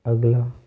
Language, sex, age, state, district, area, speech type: Hindi, male, 18-30, Rajasthan, Jaipur, urban, read